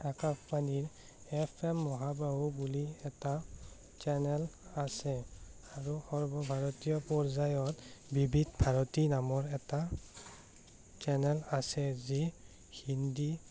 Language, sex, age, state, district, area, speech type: Assamese, male, 18-30, Assam, Morigaon, rural, spontaneous